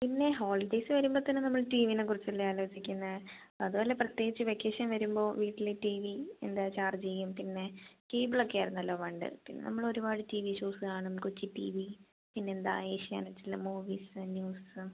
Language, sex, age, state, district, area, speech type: Malayalam, female, 18-30, Kerala, Thiruvananthapuram, rural, conversation